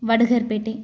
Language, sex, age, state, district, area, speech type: Tamil, female, 18-30, Tamil Nadu, Tiruchirappalli, urban, spontaneous